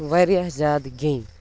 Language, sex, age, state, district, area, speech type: Kashmiri, male, 18-30, Jammu and Kashmir, Baramulla, rural, spontaneous